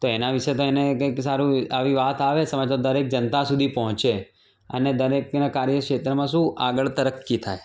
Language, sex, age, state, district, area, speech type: Gujarati, male, 30-45, Gujarat, Ahmedabad, urban, spontaneous